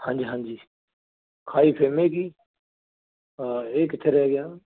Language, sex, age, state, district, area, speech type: Punjabi, male, 30-45, Punjab, Firozpur, rural, conversation